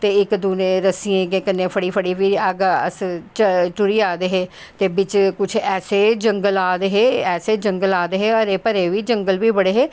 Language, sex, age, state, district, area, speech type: Dogri, female, 60+, Jammu and Kashmir, Jammu, urban, spontaneous